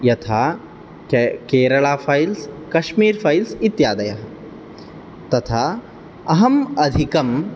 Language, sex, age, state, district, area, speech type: Sanskrit, male, 18-30, Karnataka, Uttara Kannada, rural, spontaneous